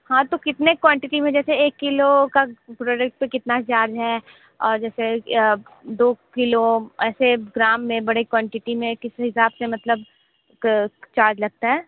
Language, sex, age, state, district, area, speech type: Hindi, female, 18-30, Uttar Pradesh, Sonbhadra, rural, conversation